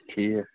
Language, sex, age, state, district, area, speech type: Kashmiri, male, 18-30, Jammu and Kashmir, Shopian, rural, conversation